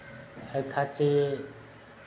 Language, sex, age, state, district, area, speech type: Maithili, male, 60+, Bihar, Araria, rural, spontaneous